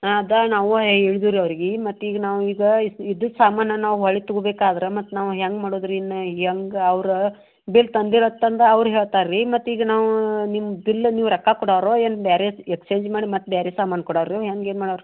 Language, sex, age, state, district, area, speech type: Kannada, female, 60+, Karnataka, Belgaum, rural, conversation